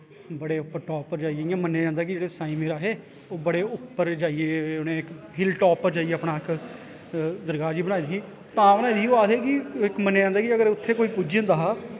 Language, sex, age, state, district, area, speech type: Dogri, male, 30-45, Jammu and Kashmir, Kathua, urban, spontaneous